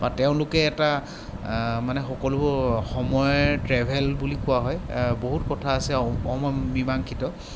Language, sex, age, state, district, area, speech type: Assamese, male, 30-45, Assam, Sivasagar, urban, spontaneous